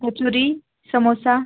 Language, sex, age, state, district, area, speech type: Marathi, female, 30-45, Maharashtra, Buldhana, rural, conversation